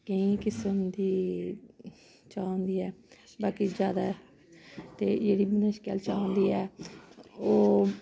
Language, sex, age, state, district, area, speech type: Dogri, female, 30-45, Jammu and Kashmir, Samba, urban, spontaneous